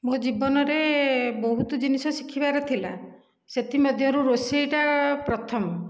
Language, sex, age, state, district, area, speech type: Odia, female, 45-60, Odisha, Dhenkanal, rural, spontaneous